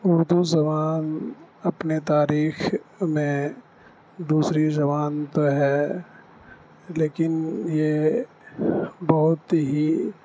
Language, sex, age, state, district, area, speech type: Urdu, male, 18-30, Bihar, Supaul, rural, spontaneous